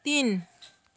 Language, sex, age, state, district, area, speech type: Nepali, female, 45-60, West Bengal, Jalpaiguri, urban, read